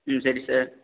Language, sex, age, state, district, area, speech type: Tamil, male, 18-30, Tamil Nadu, Tiruvarur, rural, conversation